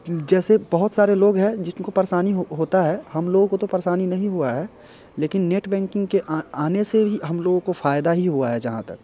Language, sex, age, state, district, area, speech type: Hindi, male, 30-45, Bihar, Muzaffarpur, rural, spontaneous